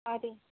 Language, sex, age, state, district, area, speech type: Kannada, female, 18-30, Karnataka, Bidar, urban, conversation